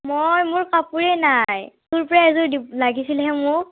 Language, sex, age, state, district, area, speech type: Assamese, female, 30-45, Assam, Morigaon, rural, conversation